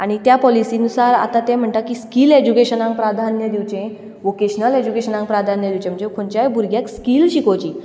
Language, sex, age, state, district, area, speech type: Goan Konkani, female, 18-30, Goa, Ponda, rural, spontaneous